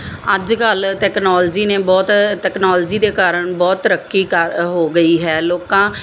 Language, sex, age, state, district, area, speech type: Punjabi, female, 30-45, Punjab, Muktsar, urban, spontaneous